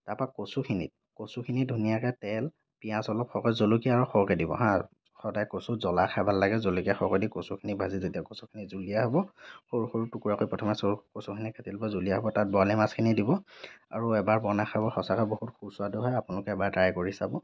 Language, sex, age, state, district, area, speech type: Assamese, male, 18-30, Assam, Lakhimpur, rural, spontaneous